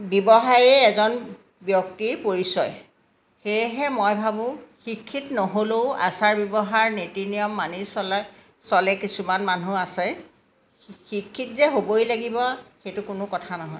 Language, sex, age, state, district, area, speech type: Assamese, female, 45-60, Assam, Jorhat, urban, spontaneous